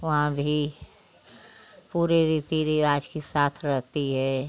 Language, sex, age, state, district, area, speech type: Hindi, female, 60+, Uttar Pradesh, Ghazipur, rural, spontaneous